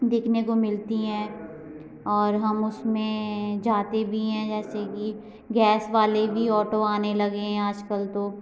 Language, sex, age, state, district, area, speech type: Hindi, female, 18-30, Madhya Pradesh, Gwalior, rural, spontaneous